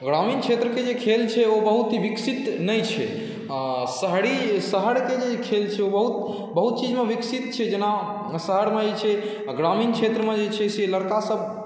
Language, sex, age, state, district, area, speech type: Maithili, male, 18-30, Bihar, Saharsa, rural, spontaneous